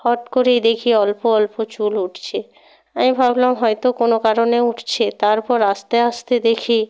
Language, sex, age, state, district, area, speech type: Bengali, female, 30-45, West Bengal, North 24 Parganas, rural, spontaneous